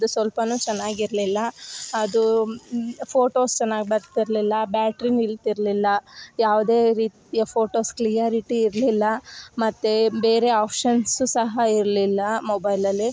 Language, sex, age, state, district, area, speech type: Kannada, female, 18-30, Karnataka, Chikkamagaluru, rural, spontaneous